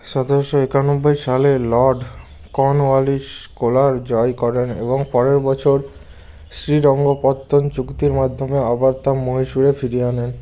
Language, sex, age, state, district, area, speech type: Bengali, male, 18-30, West Bengal, Bankura, urban, read